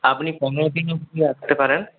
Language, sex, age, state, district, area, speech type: Bengali, male, 18-30, West Bengal, North 24 Parganas, rural, conversation